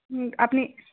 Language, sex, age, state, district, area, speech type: Bengali, female, 30-45, West Bengal, Paschim Bardhaman, urban, conversation